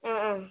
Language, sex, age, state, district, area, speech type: Malayalam, female, 18-30, Kerala, Wayanad, rural, conversation